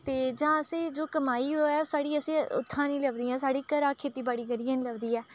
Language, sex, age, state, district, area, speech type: Dogri, female, 30-45, Jammu and Kashmir, Udhampur, urban, spontaneous